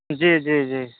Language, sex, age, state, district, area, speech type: Urdu, male, 30-45, Bihar, Purnia, rural, conversation